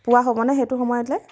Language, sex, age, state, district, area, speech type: Assamese, female, 30-45, Assam, Sivasagar, rural, spontaneous